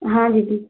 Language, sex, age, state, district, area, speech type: Hindi, female, 45-60, Madhya Pradesh, Balaghat, rural, conversation